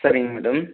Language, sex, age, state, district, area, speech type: Tamil, male, 30-45, Tamil Nadu, Viluppuram, rural, conversation